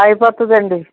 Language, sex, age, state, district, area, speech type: Telugu, female, 45-60, Andhra Pradesh, Eluru, rural, conversation